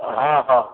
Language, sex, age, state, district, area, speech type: Sindhi, male, 60+, Gujarat, Kutch, rural, conversation